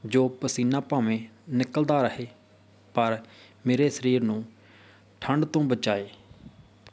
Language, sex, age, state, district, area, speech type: Punjabi, male, 30-45, Punjab, Faridkot, urban, spontaneous